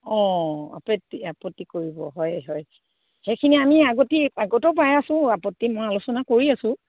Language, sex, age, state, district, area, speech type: Assamese, female, 45-60, Assam, Sivasagar, rural, conversation